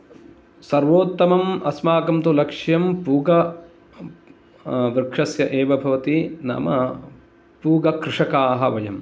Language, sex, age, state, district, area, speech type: Sanskrit, male, 30-45, Karnataka, Uttara Kannada, rural, spontaneous